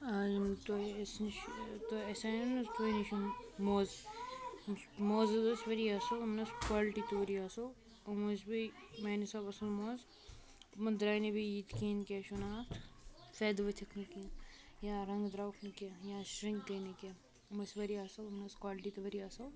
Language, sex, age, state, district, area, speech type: Kashmiri, male, 18-30, Jammu and Kashmir, Kupwara, rural, spontaneous